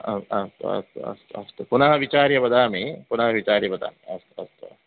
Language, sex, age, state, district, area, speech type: Sanskrit, male, 45-60, Karnataka, Udupi, urban, conversation